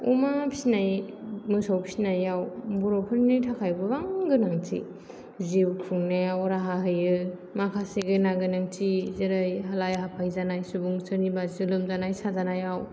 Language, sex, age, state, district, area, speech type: Bodo, female, 30-45, Assam, Chirang, urban, spontaneous